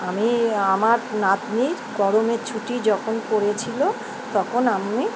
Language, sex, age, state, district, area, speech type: Bengali, female, 60+, West Bengal, Kolkata, urban, spontaneous